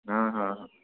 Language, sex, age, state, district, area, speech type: Bengali, male, 18-30, West Bengal, Malda, rural, conversation